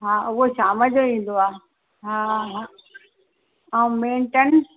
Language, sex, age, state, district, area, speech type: Sindhi, female, 60+, Gujarat, Surat, urban, conversation